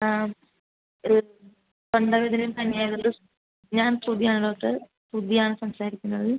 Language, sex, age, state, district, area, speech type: Malayalam, female, 18-30, Kerala, Kasaragod, rural, conversation